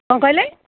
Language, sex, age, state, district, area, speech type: Odia, female, 60+, Odisha, Jharsuguda, rural, conversation